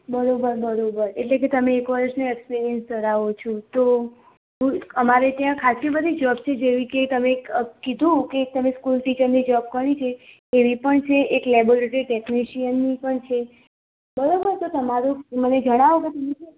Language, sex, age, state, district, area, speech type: Gujarati, female, 18-30, Gujarat, Mehsana, rural, conversation